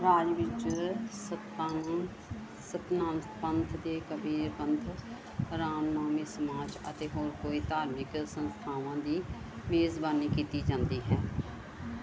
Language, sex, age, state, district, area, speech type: Punjabi, female, 45-60, Punjab, Gurdaspur, urban, read